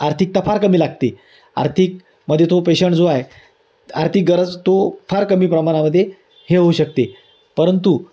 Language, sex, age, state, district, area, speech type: Marathi, male, 30-45, Maharashtra, Amravati, rural, spontaneous